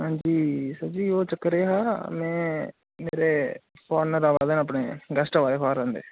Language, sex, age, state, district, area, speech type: Dogri, male, 18-30, Jammu and Kashmir, Reasi, rural, conversation